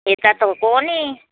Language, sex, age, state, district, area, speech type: Nepali, female, 60+, West Bengal, Kalimpong, rural, conversation